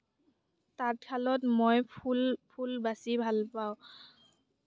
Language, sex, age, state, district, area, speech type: Assamese, female, 18-30, Assam, Kamrup Metropolitan, rural, spontaneous